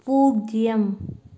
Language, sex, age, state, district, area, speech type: Tamil, female, 60+, Tamil Nadu, Cuddalore, urban, read